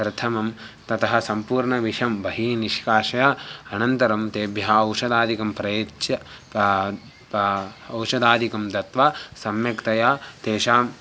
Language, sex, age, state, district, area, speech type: Sanskrit, male, 18-30, Andhra Pradesh, Guntur, rural, spontaneous